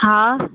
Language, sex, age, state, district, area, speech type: Sindhi, female, 18-30, Gujarat, Junagadh, urban, conversation